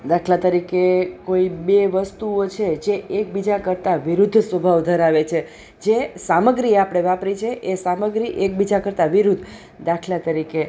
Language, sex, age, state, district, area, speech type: Gujarati, female, 45-60, Gujarat, Junagadh, urban, spontaneous